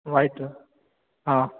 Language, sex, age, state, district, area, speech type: Sindhi, male, 18-30, Rajasthan, Ajmer, urban, conversation